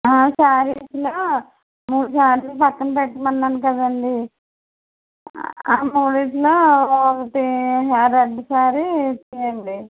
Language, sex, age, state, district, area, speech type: Telugu, female, 45-60, Andhra Pradesh, West Godavari, rural, conversation